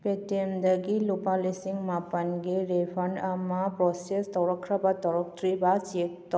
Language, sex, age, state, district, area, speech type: Manipuri, female, 45-60, Manipur, Kakching, rural, read